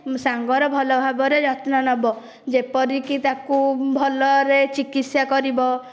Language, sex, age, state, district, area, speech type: Odia, female, 18-30, Odisha, Dhenkanal, rural, spontaneous